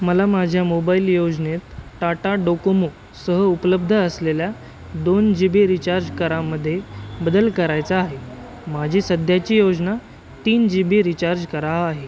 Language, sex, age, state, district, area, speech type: Marathi, male, 18-30, Maharashtra, Nanded, rural, read